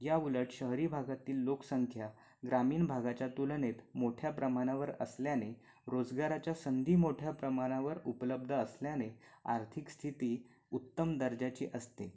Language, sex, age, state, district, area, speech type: Marathi, male, 18-30, Maharashtra, Sindhudurg, rural, spontaneous